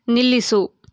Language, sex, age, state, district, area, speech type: Kannada, female, 18-30, Karnataka, Tumkur, urban, read